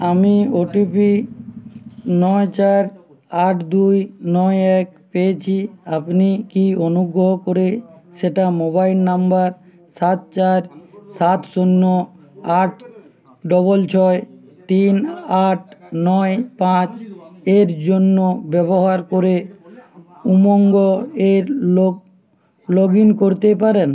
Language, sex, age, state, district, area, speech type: Bengali, male, 30-45, West Bengal, Uttar Dinajpur, urban, read